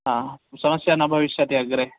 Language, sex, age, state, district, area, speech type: Sanskrit, male, 45-60, Karnataka, Bangalore Urban, urban, conversation